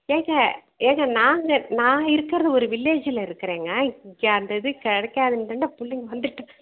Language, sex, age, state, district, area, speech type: Tamil, female, 60+, Tamil Nadu, Madurai, rural, conversation